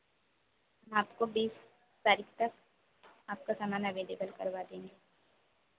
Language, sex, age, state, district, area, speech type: Hindi, female, 18-30, Madhya Pradesh, Harda, urban, conversation